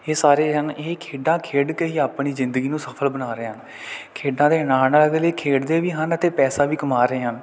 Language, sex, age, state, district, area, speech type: Punjabi, male, 18-30, Punjab, Kapurthala, rural, spontaneous